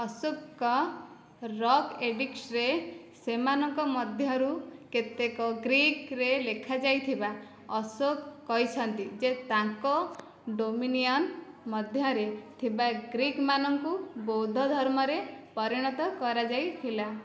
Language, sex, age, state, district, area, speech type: Odia, female, 18-30, Odisha, Dhenkanal, rural, read